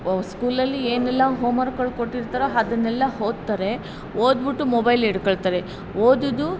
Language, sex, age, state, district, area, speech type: Kannada, female, 45-60, Karnataka, Ramanagara, rural, spontaneous